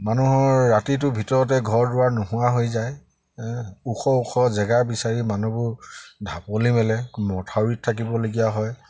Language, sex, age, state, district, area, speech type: Assamese, male, 45-60, Assam, Charaideo, rural, spontaneous